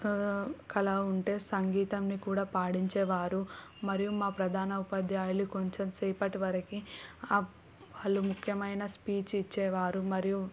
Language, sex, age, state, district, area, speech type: Telugu, female, 18-30, Telangana, Suryapet, urban, spontaneous